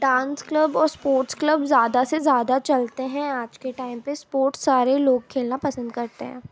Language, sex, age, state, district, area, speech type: Urdu, female, 18-30, Uttar Pradesh, Ghaziabad, rural, spontaneous